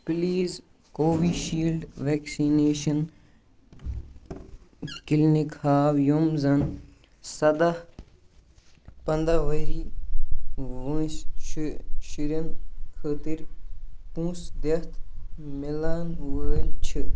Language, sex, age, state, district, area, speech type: Kashmiri, male, 18-30, Jammu and Kashmir, Baramulla, rural, read